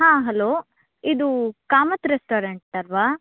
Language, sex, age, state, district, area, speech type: Kannada, female, 30-45, Karnataka, Uttara Kannada, rural, conversation